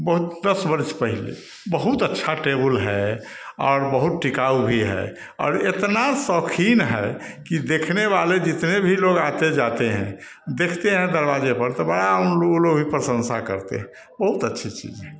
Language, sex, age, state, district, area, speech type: Hindi, male, 60+, Bihar, Samastipur, rural, spontaneous